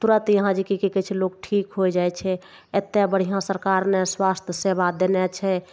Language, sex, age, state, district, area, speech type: Maithili, female, 45-60, Bihar, Begusarai, urban, spontaneous